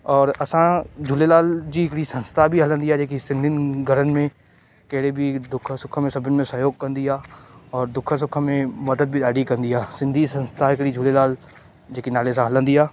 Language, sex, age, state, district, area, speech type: Sindhi, male, 18-30, Madhya Pradesh, Katni, urban, spontaneous